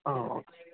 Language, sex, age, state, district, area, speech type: Malayalam, male, 18-30, Kerala, Idukki, rural, conversation